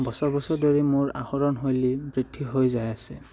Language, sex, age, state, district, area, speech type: Assamese, male, 18-30, Assam, Barpeta, rural, spontaneous